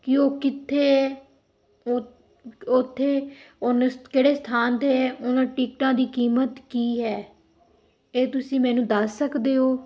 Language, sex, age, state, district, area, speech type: Punjabi, female, 18-30, Punjab, Fazilka, rural, spontaneous